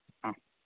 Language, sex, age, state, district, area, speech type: Kannada, male, 30-45, Karnataka, Gulbarga, rural, conversation